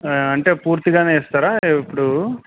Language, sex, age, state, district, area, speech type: Telugu, male, 30-45, Andhra Pradesh, Kadapa, urban, conversation